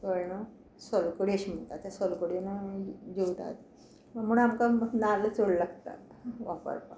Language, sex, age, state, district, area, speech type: Goan Konkani, female, 60+, Goa, Quepem, rural, spontaneous